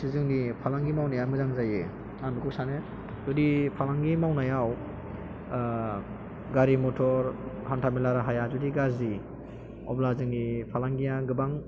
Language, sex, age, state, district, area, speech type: Bodo, male, 18-30, Assam, Chirang, urban, spontaneous